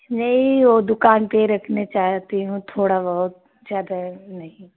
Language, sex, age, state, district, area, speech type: Hindi, female, 45-60, Uttar Pradesh, Pratapgarh, rural, conversation